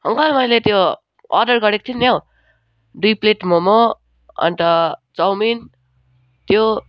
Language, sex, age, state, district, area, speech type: Nepali, male, 18-30, West Bengal, Darjeeling, rural, spontaneous